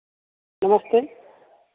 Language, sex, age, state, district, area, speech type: Hindi, male, 30-45, Bihar, Begusarai, rural, conversation